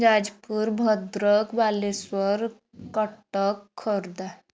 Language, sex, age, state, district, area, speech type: Odia, female, 18-30, Odisha, Bhadrak, rural, spontaneous